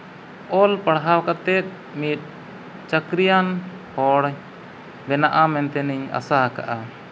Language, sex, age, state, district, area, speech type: Santali, male, 30-45, Jharkhand, East Singhbhum, rural, spontaneous